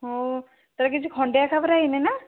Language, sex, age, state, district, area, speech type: Odia, female, 45-60, Odisha, Bhadrak, rural, conversation